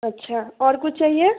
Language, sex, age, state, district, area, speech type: Hindi, female, 18-30, Bihar, Muzaffarpur, urban, conversation